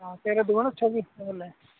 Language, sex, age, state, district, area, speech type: Odia, male, 45-60, Odisha, Nabarangpur, rural, conversation